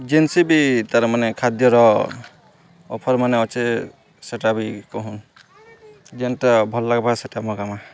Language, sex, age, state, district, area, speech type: Odia, male, 18-30, Odisha, Balangir, urban, spontaneous